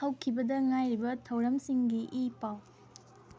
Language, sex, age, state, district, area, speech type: Manipuri, female, 18-30, Manipur, Kangpokpi, rural, read